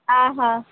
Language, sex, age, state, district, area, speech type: Goan Konkani, female, 18-30, Goa, Quepem, rural, conversation